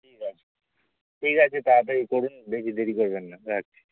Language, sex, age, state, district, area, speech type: Bengali, male, 18-30, West Bengal, Kolkata, urban, conversation